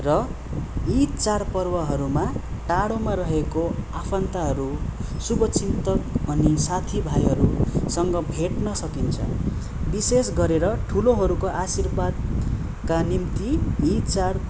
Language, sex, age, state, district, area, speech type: Nepali, male, 18-30, West Bengal, Darjeeling, rural, spontaneous